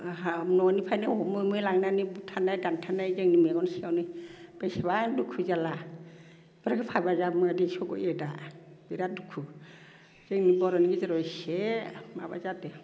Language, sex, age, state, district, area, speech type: Bodo, female, 60+, Assam, Baksa, urban, spontaneous